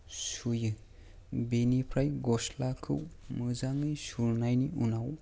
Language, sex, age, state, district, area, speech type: Bodo, male, 18-30, Assam, Kokrajhar, rural, spontaneous